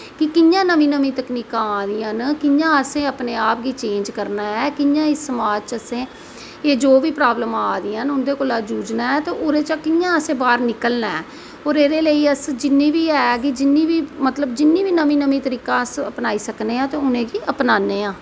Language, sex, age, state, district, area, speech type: Dogri, female, 45-60, Jammu and Kashmir, Jammu, urban, spontaneous